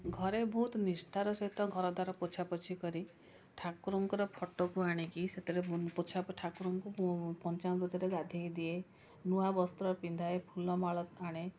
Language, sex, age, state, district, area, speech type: Odia, female, 45-60, Odisha, Cuttack, urban, spontaneous